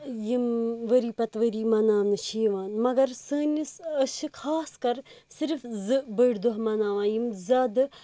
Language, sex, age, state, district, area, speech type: Kashmiri, female, 18-30, Jammu and Kashmir, Srinagar, rural, spontaneous